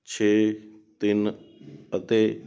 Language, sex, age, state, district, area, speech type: Punjabi, male, 18-30, Punjab, Sangrur, urban, read